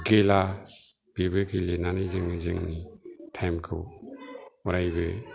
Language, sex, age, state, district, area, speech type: Bodo, male, 60+, Assam, Kokrajhar, rural, spontaneous